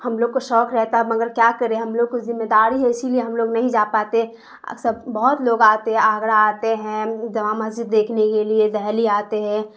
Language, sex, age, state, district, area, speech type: Urdu, female, 30-45, Bihar, Darbhanga, rural, spontaneous